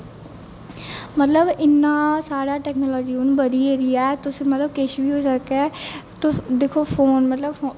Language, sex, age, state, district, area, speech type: Dogri, female, 18-30, Jammu and Kashmir, Jammu, urban, spontaneous